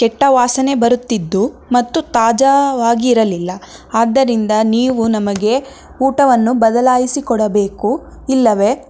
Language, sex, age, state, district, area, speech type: Kannada, female, 18-30, Karnataka, Davanagere, urban, spontaneous